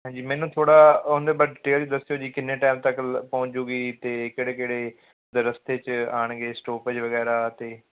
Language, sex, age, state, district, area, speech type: Punjabi, male, 18-30, Punjab, Fazilka, rural, conversation